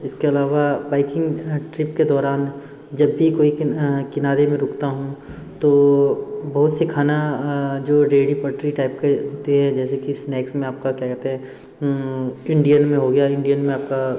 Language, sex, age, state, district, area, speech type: Hindi, male, 30-45, Bihar, Darbhanga, rural, spontaneous